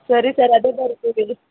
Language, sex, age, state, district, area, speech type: Kannada, female, 30-45, Karnataka, Bangalore Urban, rural, conversation